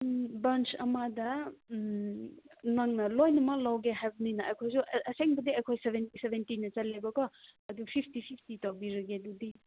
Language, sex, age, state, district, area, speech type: Manipuri, female, 18-30, Manipur, Kangpokpi, urban, conversation